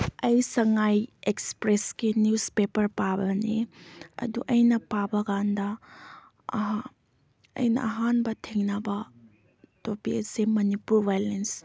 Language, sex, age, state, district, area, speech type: Manipuri, female, 18-30, Manipur, Chandel, rural, spontaneous